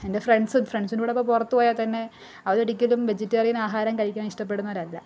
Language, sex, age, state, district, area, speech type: Malayalam, female, 45-60, Kerala, Kollam, rural, spontaneous